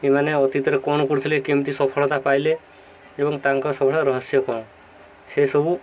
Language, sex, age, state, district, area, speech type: Odia, male, 18-30, Odisha, Subarnapur, urban, spontaneous